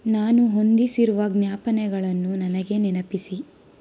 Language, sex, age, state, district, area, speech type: Kannada, female, 18-30, Karnataka, Tumkur, urban, read